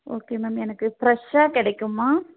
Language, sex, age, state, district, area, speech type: Tamil, female, 30-45, Tamil Nadu, Thoothukudi, rural, conversation